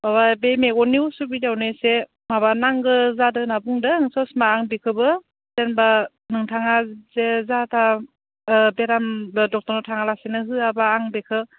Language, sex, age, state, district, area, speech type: Bodo, female, 30-45, Assam, Udalguri, urban, conversation